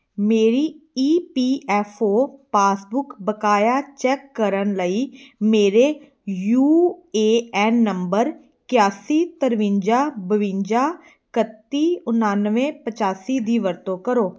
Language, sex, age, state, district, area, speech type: Punjabi, female, 30-45, Punjab, Amritsar, urban, read